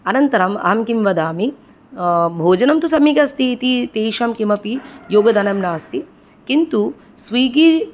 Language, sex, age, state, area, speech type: Sanskrit, female, 30-45, Tripura, urban, spontaneous